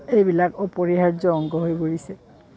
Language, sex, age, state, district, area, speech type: Assamese, female, 45-60, Assam, Goalpara, urban, spontaneous